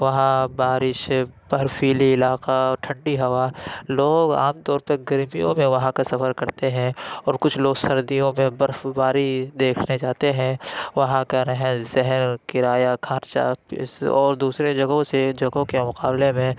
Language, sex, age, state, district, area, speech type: Urdu, male, 30-45, Uttar Pradesh, Lucknow, rural, spontaneous